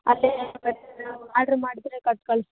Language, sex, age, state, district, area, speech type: Kannada, female, 18-30, Karnataka, Vijayanagara, rural, conversation